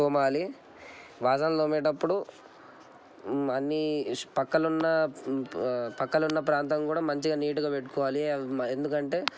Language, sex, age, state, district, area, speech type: Telugu, male, 18-30, Telangana, Medchal, urban, spontaneous